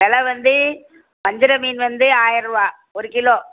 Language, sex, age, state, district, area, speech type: Tamil, female, 60+, Tamil Nadu, Thoothukudi, rural, conversation